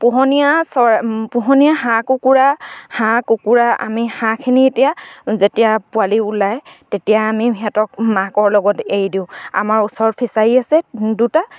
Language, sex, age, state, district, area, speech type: Assamese, female, 30-45, Assam, Charaideo, rural, spontaneous